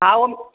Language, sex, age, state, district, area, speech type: Sindhi, female, 45-60, Uttar Pradesh, Lucknow, rural, conversation